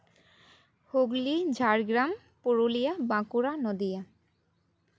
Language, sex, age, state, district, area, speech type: Santali, female, 18-30, West Bengal, Jhargram, rural, spontaneous